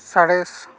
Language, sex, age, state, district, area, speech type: Santali, male, 30-45, West Bengal, Paschim Bardhaman, rural, spontaneous